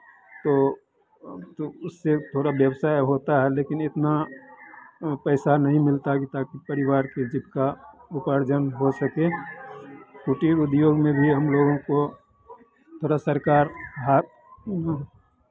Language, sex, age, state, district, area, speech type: Hindi, male, 60+, Bihar, Madhepura, rural, spontaneous